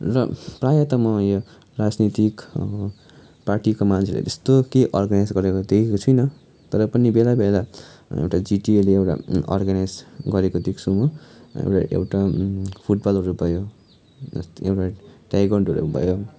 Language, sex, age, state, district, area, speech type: Nepali, male, 18-30, West Bengal, Kalimpong, rural, spontaneous